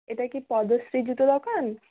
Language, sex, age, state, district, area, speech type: Bengali, female, 60+, West Bengal, Nadia, urban, conversation